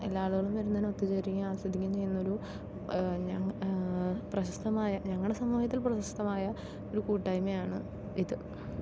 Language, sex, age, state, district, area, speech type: Malayalam, female, 18-30, Kerala, Palakkad, rural, spontaneous